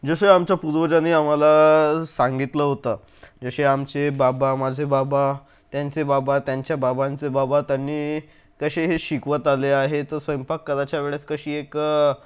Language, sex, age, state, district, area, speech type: Marathi, male, 45-60, Maharashtra, Nagpur, urban, spontaneous